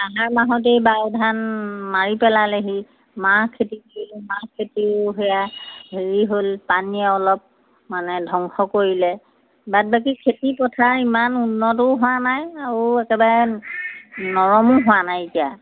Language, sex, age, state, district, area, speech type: Assamese, male, 60+, Assam, Majuli, urban, conversation